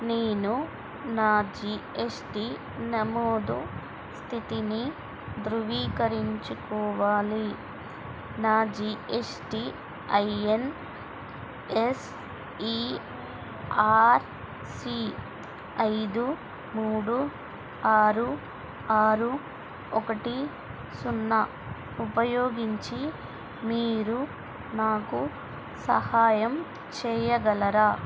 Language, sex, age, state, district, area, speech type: Telugu, female, 18-30, Andhra Pradesh, Nellore, urban, read